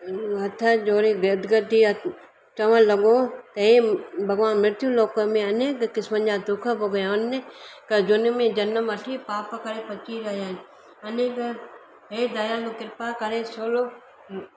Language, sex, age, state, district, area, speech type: Sindhi, female, 60+, Gujarat, Surat, urban, spontaneous